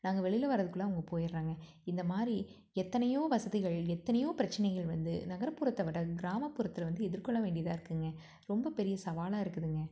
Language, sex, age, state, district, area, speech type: Tamil, female, 30-45, Tamil Nadu, Tiruppur, rural, spontaneous